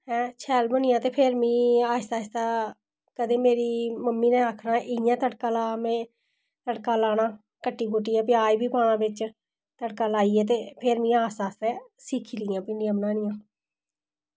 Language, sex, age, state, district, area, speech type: Dogri, female, 30-45, Jammu and Kashmir, Samba, urban, spontaneous